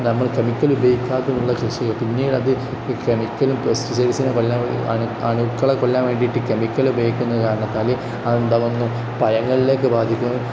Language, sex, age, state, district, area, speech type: Malayalam, male, 18-30, Kerala, Kozhikode, rural, spontaneous